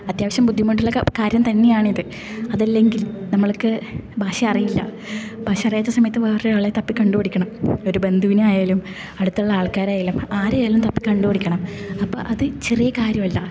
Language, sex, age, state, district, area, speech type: Malayalam, female, 18-30, Kerala, Kasaragod, rural, spontaneous